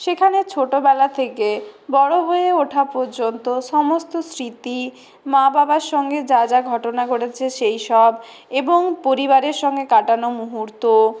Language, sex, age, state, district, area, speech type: Bengali, female, 60+, West Bengal, Purulia, urban, spontaneous